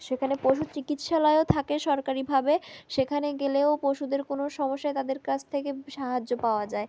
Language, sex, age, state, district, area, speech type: Bengali, female, 18-30, West Bengal, South 24 Parganas, rural, spontaneous